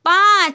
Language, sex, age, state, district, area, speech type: Bengali, female, 18-30, West Bengal, Purba Medinipur, rural, read